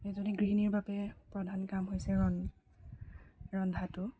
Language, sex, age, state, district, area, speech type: Assamese, female, 60+, Assam, Darrang, rural, spontaneous